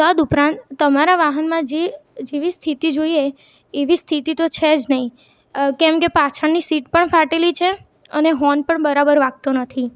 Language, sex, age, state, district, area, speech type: Gujarati, female, 18-30, Gujarat, Mehsana, rural, spontaneous